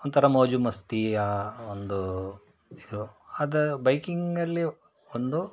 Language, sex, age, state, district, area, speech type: Kannada, male, 45-60, Karnataka, Shimoga, rural, spontaneous